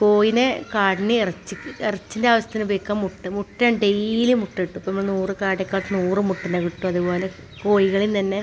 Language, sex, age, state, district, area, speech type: Malayalam, female, 45-60, Kerala, Malappuram, rural, spontaneous